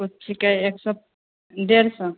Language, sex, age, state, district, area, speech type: Maithili, female, 18-30, Bihar, Begusarai, urban, conversation